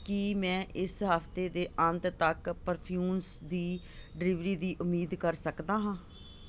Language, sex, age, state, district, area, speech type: Punjabi, female, 45-60, Punjab, Ludhiana, urban, read